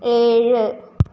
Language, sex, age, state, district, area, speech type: Malayalam, female, 18-30, Kerala, Ernakulam, rural, read